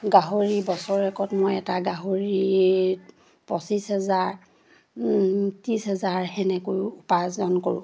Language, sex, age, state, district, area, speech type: Assamese, female, 30-45, Assam, Charaideo, rural, spontaneous